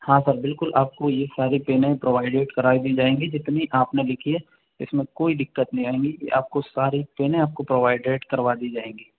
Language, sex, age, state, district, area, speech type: Hindi, male, 45-60, Madhya Pradesh, Balaghat, rural, conversation